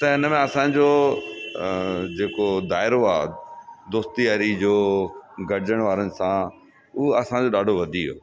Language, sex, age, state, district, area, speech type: Sindhi, male, 45-60, Rajasthan, Ajmer, urban, spontaneous